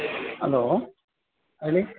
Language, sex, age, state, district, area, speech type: Kannada, male, 45-60, Karnataka, Ramanagara, urban, conversation